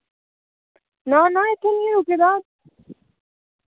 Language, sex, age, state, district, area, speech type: Dogri, female, 30-45, Jammu and Kashmir, Udhampur, urban, conversation